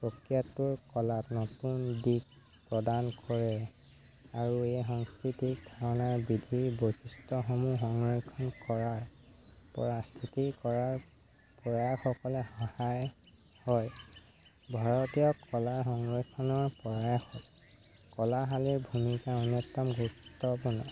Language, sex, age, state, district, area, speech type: Assamese, male, 18-30, Assam, Sivasagar, rural, spontaneous